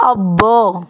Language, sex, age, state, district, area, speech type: Telugu, female, 18-30, Andhra Pradesh, Palnadu, urban, read